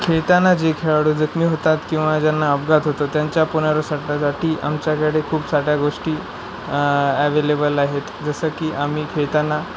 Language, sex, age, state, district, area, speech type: Marathi, male, 18-30, Maharashtra, Nanded, urban, spontaneous